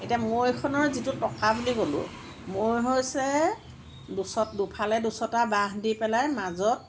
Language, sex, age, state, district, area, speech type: Assamese, female, 45-60, Assam, Lakhimpur, rural, spontaneous